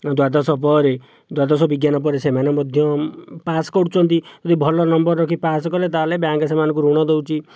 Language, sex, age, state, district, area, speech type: Odia, male, 45-60, Odisha, Jajpur, rural, spontaneous